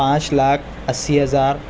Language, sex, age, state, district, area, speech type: Urdu, male, 18-30, Telangana, Hyderabad, urban, spontaneous